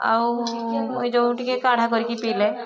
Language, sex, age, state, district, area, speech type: Odia, female, 60+, Odisha, Balasore, rural, spontaneous